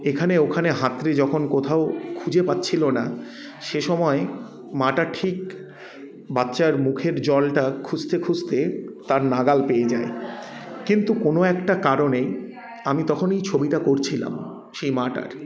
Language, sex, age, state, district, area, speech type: Bengali, male, 30-45, West Bengal, Jalpaiguri, rural, spontaneous